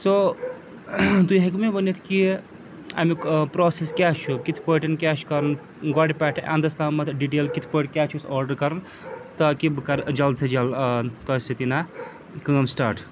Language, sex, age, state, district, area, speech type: Kashmiri, male, 45-60, Jammu and Kashmir, Srinagar, urban, spontaneous